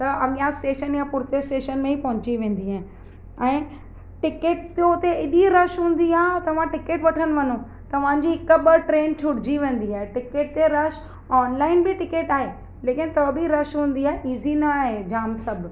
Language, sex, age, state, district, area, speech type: Sindhi, female, 30-45, Maharashtra, Mumbai Suburban, urban, spontaneous